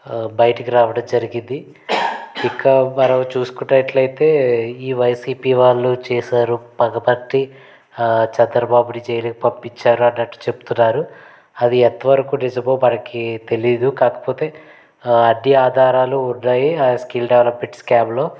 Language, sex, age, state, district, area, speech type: Telugu, male, 30-45, Andhra Pradesh, Konaseema, rural, spontaneous